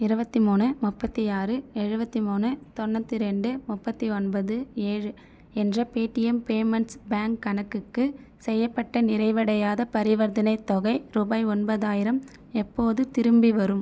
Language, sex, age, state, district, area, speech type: Tamil, female, 18-30, Tamil Nadu, Viluppuram, rural, read